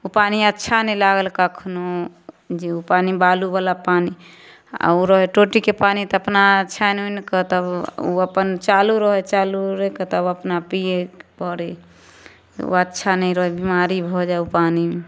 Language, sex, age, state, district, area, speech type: Maithili, female, 30-45, Bihar, Samastipur, rural, spontaneous